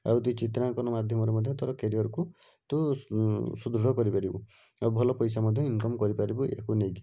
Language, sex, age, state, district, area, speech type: Odia, male, 60+, Odisha, Bhadrak, rural, spontaneous